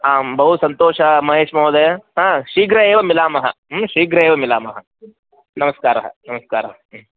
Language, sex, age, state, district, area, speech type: Sanskrit, male, 30-45, Karnataka, Vijayapura, urban, conversation